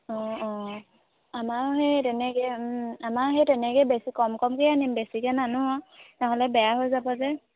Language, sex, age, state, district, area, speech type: Assamese, female, 18-30, Assam, Sivasagar, rural, conversation